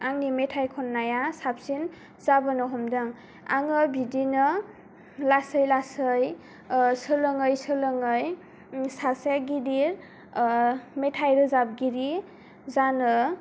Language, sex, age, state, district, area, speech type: Bodo, female, 18-30, Assam, Kokrajhar, rural, spontaneous